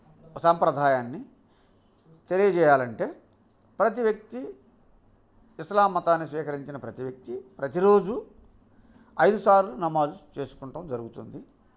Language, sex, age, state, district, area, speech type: Telugu, male, 45-60, Andhra Pradesh, Bapatla, urban, spontaneous